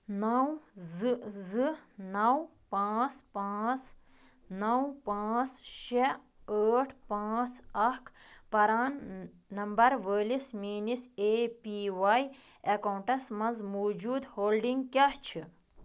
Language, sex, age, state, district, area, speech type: Kashmiri, female, 30-45, Jammu and Kashmir, Budgam, rural, read